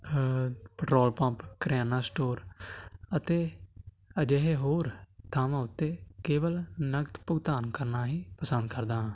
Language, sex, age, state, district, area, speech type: Punjabi, male, 18-30, Punjab, Hoshiarpur, urban, spontaneous